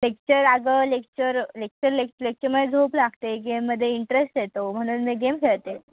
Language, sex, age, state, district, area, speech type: Marathi, female, 18-30, Maharashtra, Nashik, urban, conversation